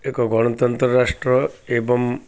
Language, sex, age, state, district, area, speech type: Odia, male, 60+, Odisha, Ganjam, urban, spontaneous